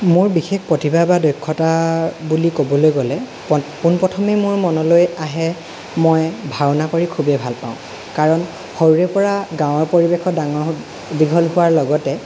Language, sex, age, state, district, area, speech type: Assamese, male, 18-30, Assam, Lakhimpur, rural, spontaneous